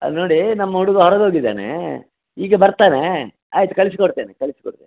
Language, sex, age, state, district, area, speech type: Kannada, male, 60+, Karnataka, Dakshina Kannada, rural, conversation